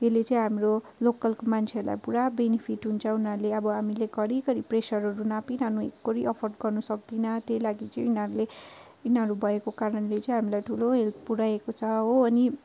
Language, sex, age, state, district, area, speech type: Nepali, female, 18-30, West Bengal, Darjeeling, rural, spontaneous